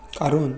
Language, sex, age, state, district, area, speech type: Bengali, male, 30-45, West Bengal, Bankura, urban, spontaneous